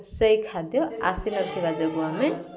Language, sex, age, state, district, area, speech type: Odia, female, 18-30, Odisha, Koraput, urban, spontaneous